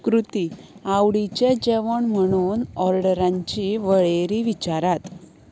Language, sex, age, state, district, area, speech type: Goan Konkani, female, 18-30, Goa, Ponda, rural, spontaneous